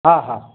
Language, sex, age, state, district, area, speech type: Sindhi, male, 30-45, Gujarat, Kutch, rural, conversation